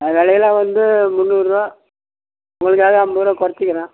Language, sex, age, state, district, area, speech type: Tamil, male, 60+, Tamil Nadu, Kallakurichi, urban, conversation